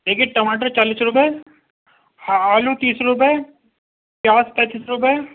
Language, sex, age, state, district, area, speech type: Urdu, male, 45-60, Uttar Pradesh, Gautam Buddha Nagar, urban, conversation